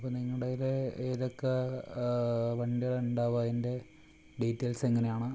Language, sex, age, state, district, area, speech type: Malayalam, male, 30-45, Kerala, Palakkad, rural, spontaneous